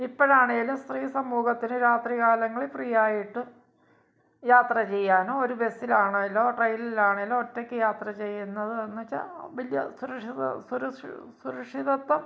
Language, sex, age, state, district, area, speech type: Malayalam, male, 45-60, Kerala, Kottayam, rural, spontaneous